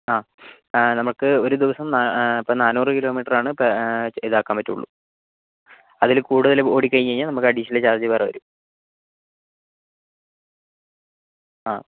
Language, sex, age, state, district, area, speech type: Malayalam, male, 45-60, Kerala, Kozhikode, urban, conversation